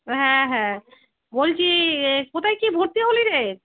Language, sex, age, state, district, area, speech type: Bengali, female, 30-45, West Bengal, Darjeeling, rural, conversation